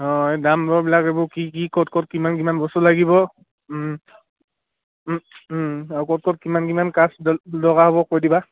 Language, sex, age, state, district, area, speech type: Assamese, male, 30-45, Assam, Charaideo, urban, conversation